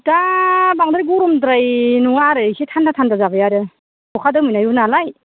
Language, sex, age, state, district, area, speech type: Bodo, female, 60+, Assam, Kokrajhar, rural, conversation